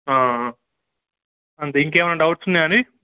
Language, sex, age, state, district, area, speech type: Telugu, male, 18-30, Telangana, Wanaparthy, urban, conversation